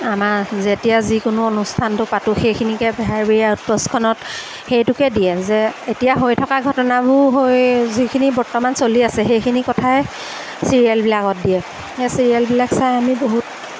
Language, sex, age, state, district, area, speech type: Assamese, female, 30-45, Assam, Lakhimpur, rural, spontaneous